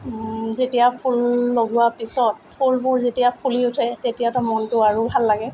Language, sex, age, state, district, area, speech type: Assamese, female, 45-60, Assam, Tinsukia, rural, spontaneous